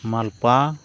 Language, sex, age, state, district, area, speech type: Santali, male, 45-60, Odisha, Mayurbhanj, rural, spontaneous